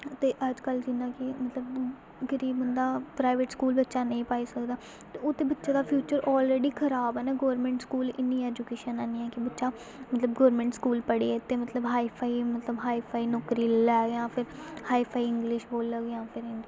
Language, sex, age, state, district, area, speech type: Dogri, female, 18-30, Jammu and Kashmir, Samba, rural, spontaneous